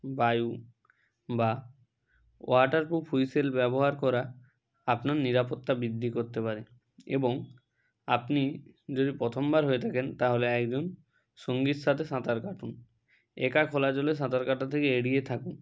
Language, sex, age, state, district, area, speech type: Bengali, male, 30-45, West Bengal, Bankura, urban, spontaneous